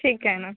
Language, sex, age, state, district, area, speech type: Marathi, female, 18-30, Maharashtra, Nagpur, urban, conversation